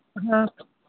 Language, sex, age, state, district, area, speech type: Hindi, female, 60+, Uttar Pradesh, Lucknow, rural, conversation